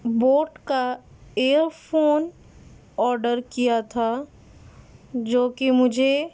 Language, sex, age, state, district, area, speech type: Urdu, female, 30-45, Delhi, South Delhi, rural, spontaneous